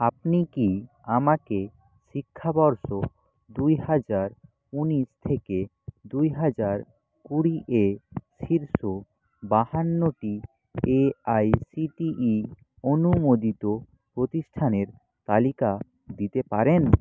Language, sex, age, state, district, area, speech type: Bengali, male, 30-45, West Bengal, Nadia, rural, read